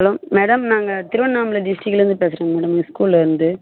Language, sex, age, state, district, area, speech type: Tamil, female, 30-45, Tamil Nadu, Vellore, urban, conversation